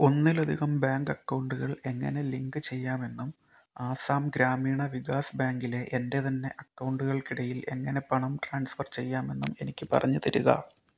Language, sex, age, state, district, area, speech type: Malayalam, male, 30-45, Kerala, Kozhikode, urban, read